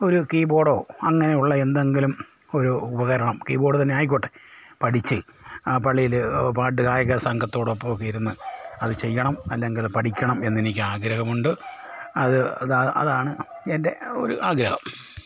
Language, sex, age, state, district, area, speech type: Malayalam, male, 60+, Kerala, Kollam, rural, spontaneous